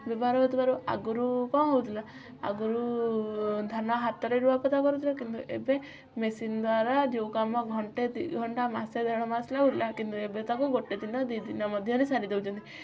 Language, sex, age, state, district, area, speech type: Odia, female, 18-30, Odisha, Kendujhar, urban, spontaneous